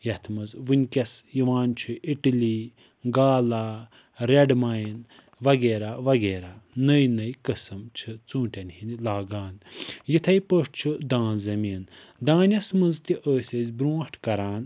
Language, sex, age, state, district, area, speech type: Kashmiri, male, 45-60, Jammu and Kashmir, Budgam, rural, spontaneous